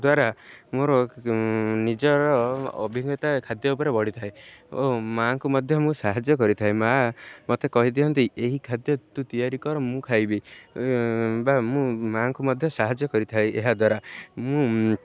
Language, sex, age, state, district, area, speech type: Odia, male, 18-30, Odisha, Jagatsinghpur, rural, spontaneous